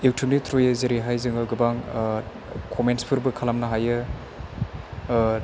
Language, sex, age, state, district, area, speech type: Bodo, male, 18-30, Assam, Chirang, rural, spontaneous